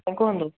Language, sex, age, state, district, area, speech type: Odia, male, 18-30, Odisha, Dhenkanal, rural, conversation